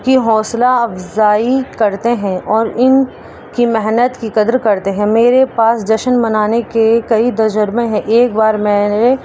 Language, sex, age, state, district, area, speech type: Urdu, female, 18-30, Delhi, East Delhi, urban, spontaneous